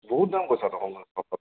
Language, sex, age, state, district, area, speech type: Assamese, male, 30-45, Assam, Kamrup Metropolitan, rural, conversation